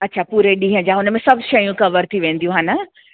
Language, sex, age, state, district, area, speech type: Sindhi, female, 45-60, Delhi, South Delhi, urban, conversation